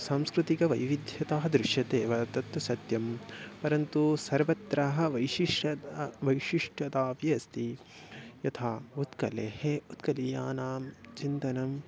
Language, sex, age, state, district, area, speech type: Sanskrit, male, 18-30, Odisha, Bhadrak, rural, spontaneous